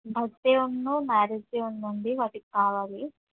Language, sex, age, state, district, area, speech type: Telugu, female, 18-30, Telangana, Ranga Reddy, urban, conversation